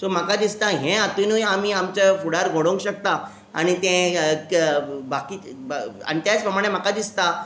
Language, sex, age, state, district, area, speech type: Goan Konkani, male, 18-30, Goa, Tiswadi, rural, spontaneous